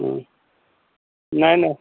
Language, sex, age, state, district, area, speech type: Hindi, male, 60+, Bihar, Madhepura, rural, conversation